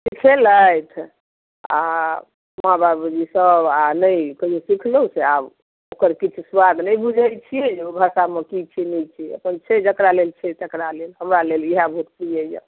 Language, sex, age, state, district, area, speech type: Maithili, female, 45-60, Bihar, Darbhanga, urban, conversation